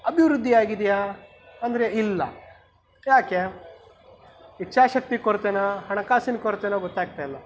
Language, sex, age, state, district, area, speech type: Kannada, male, 30-45, Karnataka, Kolar, urban, spontaneous